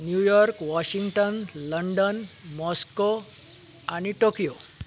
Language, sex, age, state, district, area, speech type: Goan Konkani, male, 45-60, Goa, Canacona, rural, spontaneous